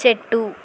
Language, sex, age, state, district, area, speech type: Telugu, female, 18-30, Telangana, Yadadri Bhuvanagiri, urban, read